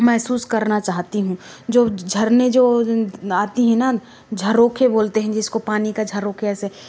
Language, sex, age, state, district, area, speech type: Hindi, female, 30-45, Madhya Pradesh, Bhopal, urban, spontaneous